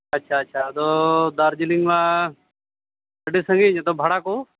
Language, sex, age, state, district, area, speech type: Santali, male, 30-45, West Bengal, Malda, rural, conversation